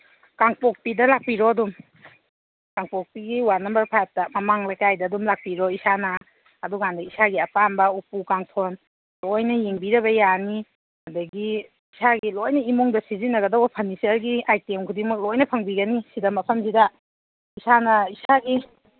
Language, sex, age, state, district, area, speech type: Manipuri, female, 30-45, Manipur, Kangpokpi, urban, conversation